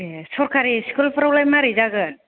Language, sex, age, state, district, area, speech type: Bodo, female, 18-30, Assam, Kokrajhar, rural, conversation